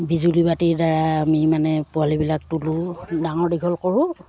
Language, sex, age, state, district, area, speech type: Assamese, female, 60+, Assam, Dibrugarh, rural, spontaneous